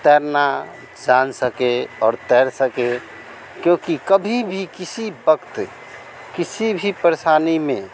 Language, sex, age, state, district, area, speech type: Hindi, male, 45-60, Bihar, Vaishali, urban, spontaneous